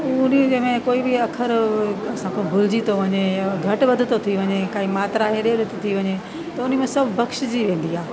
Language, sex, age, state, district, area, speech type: Sindhi, female, 60+, Delhi, South Delhi, rural, spontaneous